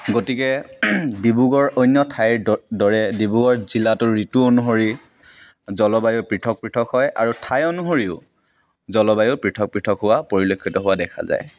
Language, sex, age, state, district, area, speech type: Assamese, male, 18-30, Assam, Dibrugarh, rural, spontaneous